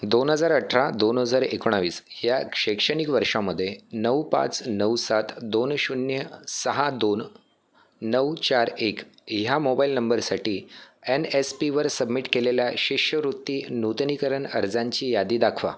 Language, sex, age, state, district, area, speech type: Marathi, male, 18-30, Maharashtra, Thane, urban, read